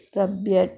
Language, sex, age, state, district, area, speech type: Telugu, female, 60+, Andhra Pradesh, Krishna, urban, read